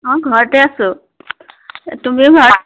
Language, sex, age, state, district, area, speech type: Assamese, female, 45-60, Assam, Dibrugarh, rural, conversation